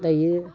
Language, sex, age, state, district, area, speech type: Bodo, female, 45-60, Assam, Udalguri, rural, spontaneous